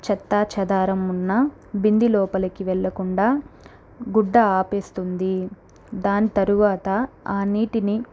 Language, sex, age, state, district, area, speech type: Telugu, female, 18-30, Andhra Pradesh, Chittoor, urban, spontaneous